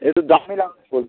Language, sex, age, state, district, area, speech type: Bengali, male, 18-30, West Bengal, Jalpaiguri, rural, conversation